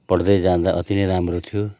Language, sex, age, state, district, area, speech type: Nepali, male, 60+, West Bengal, Kalimpong, rural, spontaneous